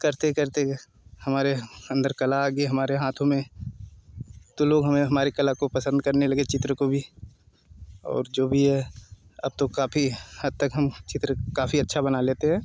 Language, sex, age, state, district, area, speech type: Hindi, male, 30-45, Uttar Pradesh, Jaunpur, rural, spontaneous